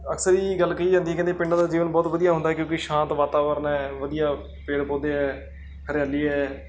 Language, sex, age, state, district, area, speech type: Punjabi, male, 30-45, Punjab, Mansa, urban, spontaneous